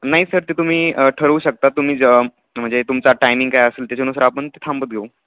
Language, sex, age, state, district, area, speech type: Marathi, male, 18-30, Maharashtra, Ahmednagar, urban, conversation